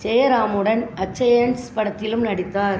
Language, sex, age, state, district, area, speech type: Tamil, female, 45-60, Tamil Nadu, Thoothukudi, rural, read